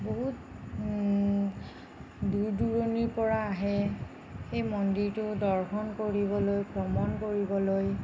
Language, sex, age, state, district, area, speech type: Assamese, female, 45-60, Assam, Nagaon, rural, spontaneous